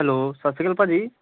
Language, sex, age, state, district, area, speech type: Punjabi, male, 18-30, Punjab, Amritsar, urban, conversation